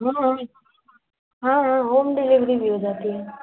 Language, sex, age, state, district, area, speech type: Hindi, female, 30-45, Uttar Pradesh, Azamgarh, urban, conversation